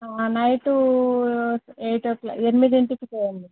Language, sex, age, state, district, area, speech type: Telugu, female, 30-45, Telangana, Hyderabad, urban, conversation